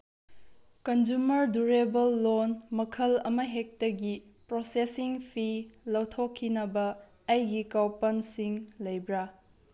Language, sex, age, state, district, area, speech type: Manipuri, female, 30-45, Manipur, Tengnoupal, rural, read